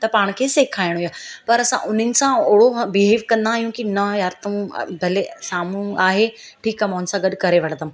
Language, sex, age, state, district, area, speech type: Sindhi, female, 30-45, Gujarat, Surat, urban, spontaneous